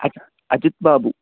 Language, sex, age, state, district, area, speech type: Malayalam, male, 18-30, Kerala, Thiruvananthapuram, rural, conversation